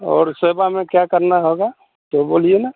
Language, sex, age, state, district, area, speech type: Hindi, male, 60+, Bihar, Madhepura, rural, conversation